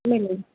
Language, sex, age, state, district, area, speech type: Hindi, female, 60+, Uttar Pradesh, Pratapgarh, rural, conversation